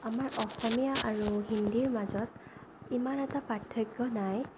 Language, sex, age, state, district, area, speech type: Assamese, female, 18-30, Assam, Sonitpur, rural, spontaneous